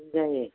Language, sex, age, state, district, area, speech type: Bodo, female, 60+, Assam, Kokrajhar, rural, conversation